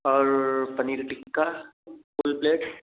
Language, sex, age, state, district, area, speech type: Hindi, male, 18-30, Uttar Pradesh, Bhadohi, rural, conversation